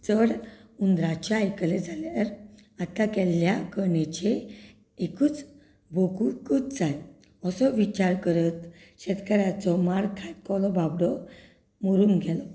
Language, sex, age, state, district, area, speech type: Goan Konkani, female, 30-45, Goa, Canacona, rural, spontaneous